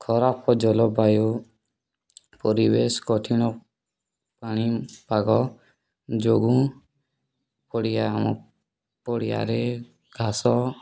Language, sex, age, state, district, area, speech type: Odia, male, 18-30, Odisha, Nuapada, urban, spontaneous